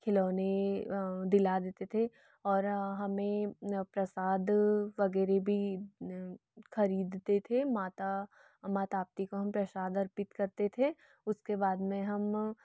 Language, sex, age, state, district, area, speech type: Hindi, female, 18-30, Madhya Pradesh, Betul, rural, spontaneous